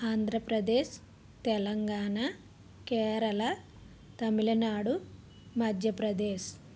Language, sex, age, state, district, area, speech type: Telugu, female, 30-45, Andhra Pradesh, Vizianagaram, urban, spontaneous